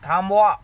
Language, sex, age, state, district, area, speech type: Marathi, male, 18-30, Maharashtra, Washim, rural, read